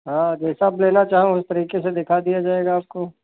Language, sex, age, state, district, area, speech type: Hindi, male, 30-45, Uttar Pradesh, Sitapur, rural, conversation